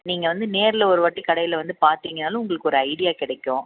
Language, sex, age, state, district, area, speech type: Tamil, female, 30-45, Tamil Nadu, Salem, urban, conversation